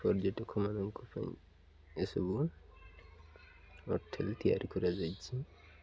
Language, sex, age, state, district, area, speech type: Odia, male, 30-45, Odisha, Nabarangpur, urban, spontaneous